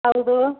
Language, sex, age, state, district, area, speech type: Kannada, female, 60+, Karnataka, Kodagu, rural, conversation